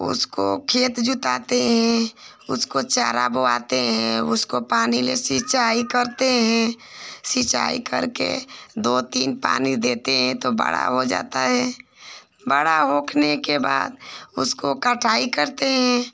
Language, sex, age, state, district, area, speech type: Hindi, female, 45-60, Uttar Pradesh, Ghazipur, rural, spontaneous